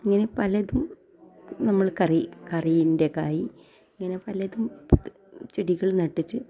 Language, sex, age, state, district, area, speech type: Malayalam, female, 60+, Kerala, Kasaragod, rural, spontaneous